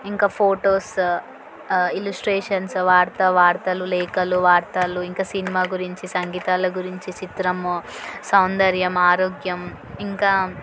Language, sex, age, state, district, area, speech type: Telugu, female, 18-30, Telangana, Yadadri Bhuvanagiri, urban, spontaneous